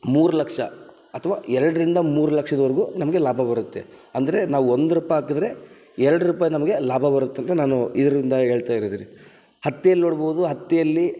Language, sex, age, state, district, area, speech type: Kannada, male, 18-30, Karnataka, Raichur, urban, spontaneous